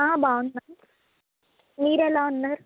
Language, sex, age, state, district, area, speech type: Telugu, female, 45-60, Andhra Pradesh, Eluru, rural, conversation